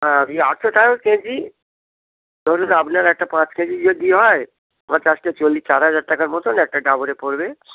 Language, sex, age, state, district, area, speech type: Bengali, male, 60+, West Bengal, Dakshin Dinajpur, rural, conversation